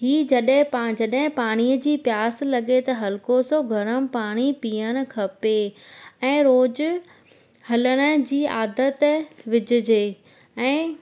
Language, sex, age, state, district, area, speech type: Sindhi, female, 30-45, Gujarat, Junagadh, rural, spontaneous